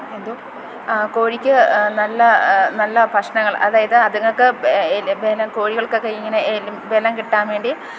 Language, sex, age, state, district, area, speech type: Malayalam, female, 30-45, Kerala, Alappuzha, rural, spontaneous